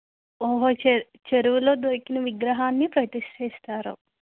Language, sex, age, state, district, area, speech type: Telugu, female, 18-30, Andhra Pradesh, Vizianagaram, rural, conversation